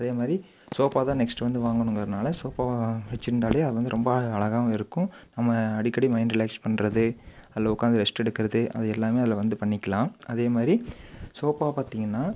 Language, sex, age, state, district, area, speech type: Tamil, male, 18-30, Tamil Nadu, Coimbatore, urban, spontaneous